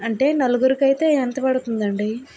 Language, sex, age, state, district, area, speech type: Telugu, female, 30-45, Andhra Pradesh, Vizianagaram, rural, spontaneous